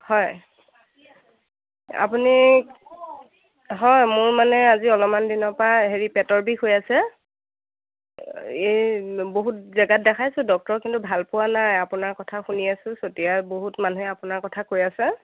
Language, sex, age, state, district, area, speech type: Assamese, female, 30-45, Assam, Biswanath, rural, conversation